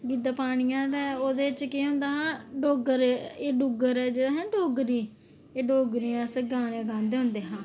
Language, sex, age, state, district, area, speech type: Dogri, female, 30-45, Jammu and Kashmir, Reasi, rural, spontaneous